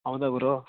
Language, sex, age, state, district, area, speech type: Kannada, male, 18-30, Karnataka, Mandya, rural, conversation